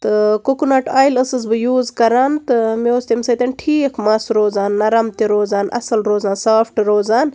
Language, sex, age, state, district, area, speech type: Kashmiri, female, 30-45, Jammu and Kashmir, Baramulla, rural, spontaneous